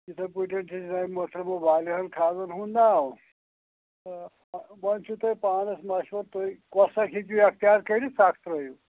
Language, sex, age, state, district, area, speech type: Kashmiri, male, 45-60, Jammu and Kashmir, Anantnag, rural, conversation